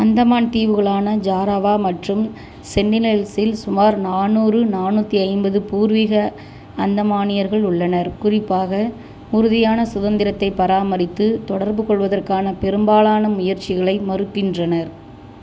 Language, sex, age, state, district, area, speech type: Tamil, female, 30-45, Tamil Nadu, Thoothukudi, rural, read